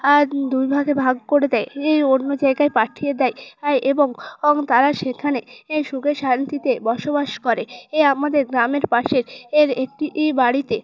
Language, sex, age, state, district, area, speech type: Bengali, female, 18-30, West Bengal, Purba Medinipur, rural, spontaneous